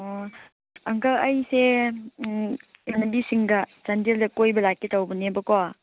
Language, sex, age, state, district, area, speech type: Manipuri, female, 45-60, Manipur, Chandel, rural, conversation